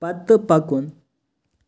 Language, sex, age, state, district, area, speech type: Kashmiri, male, 30-45, Jammu and Kashmir, Kupwara, rural, read